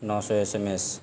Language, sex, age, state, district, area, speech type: Urdu, male, 45-60, Bihar, Gaya, urban, spontaneous